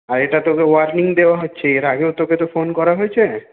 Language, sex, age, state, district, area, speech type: Bengali, male, 30-45, West Bengal, Paschim Bardhaman, urban, conversation